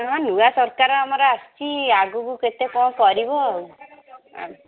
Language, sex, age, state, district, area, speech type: Odia, female, 45-60, Odisha, Angul, rural, conversation